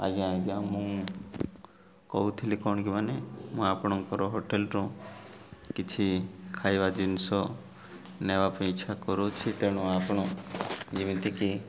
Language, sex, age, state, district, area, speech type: Odia, male, 30-45, Odisha, Koraput, urban, spontaneous